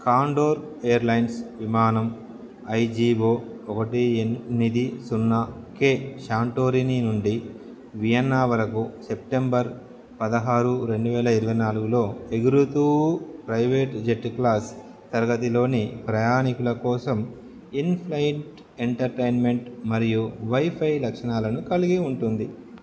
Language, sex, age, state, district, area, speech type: Telugu, male, 30-45, Andhra Pradesh, Nellore, urban, read